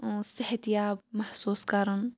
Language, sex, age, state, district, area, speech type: Kashmiri, female, 18-30, Jammu and Kashmir, Shopian, urban, spontaneous